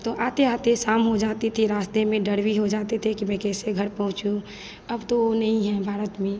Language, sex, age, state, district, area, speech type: Hindi, female, 18-30, Bihar, Madhepura, rural, spontaneous